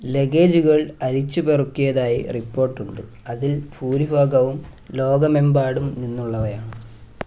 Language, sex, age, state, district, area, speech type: Malayalam, male, 18-30, Kerala, Kollam, rural, read